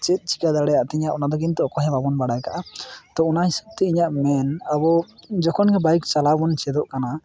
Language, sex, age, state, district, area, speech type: Santali, male, 18-30, West Bengal, Purulia, rural, spontaneous